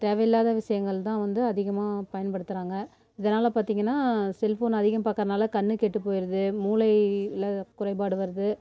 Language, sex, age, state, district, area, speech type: Tamil, female, 30-45, Tamil Nadu, Namakkal, rural, spontaneous